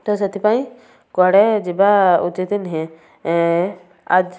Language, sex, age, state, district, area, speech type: Odia, female, 30-45, Odisha, Kendujhar, urban, spontaneous